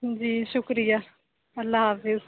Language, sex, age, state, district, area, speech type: Urdu, female, 18-30, Uttar Pradesh, Aligarh, urban, conversation